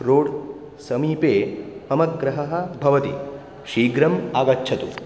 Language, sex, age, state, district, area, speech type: Sanskrit, male, 18-30, Karnataka, Uttara Kannada, urban, spontaneous